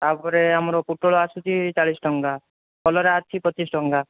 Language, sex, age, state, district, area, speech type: Odia, male, 30-45, Odisha, Kandhamal, rural, conversation